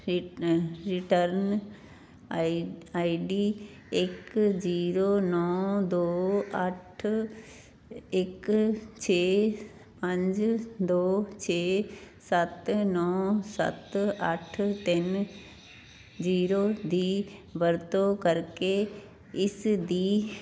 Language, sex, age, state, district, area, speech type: Punjabi, female, 60+, Punjab, Fazilka, rural, read